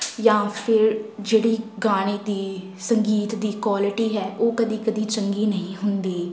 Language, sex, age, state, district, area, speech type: Punjabi, female, 18-30, Punjab, Tarn Taran, urban, spontaneous